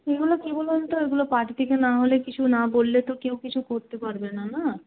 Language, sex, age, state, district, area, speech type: Bengali, female, 30-45, West Bengal, North 24 Parganas, urban, conversation